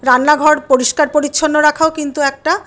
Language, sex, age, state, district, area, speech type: Bengali, female, 60+, West Bengal, Paschim Bardhaman, urban, spontaneous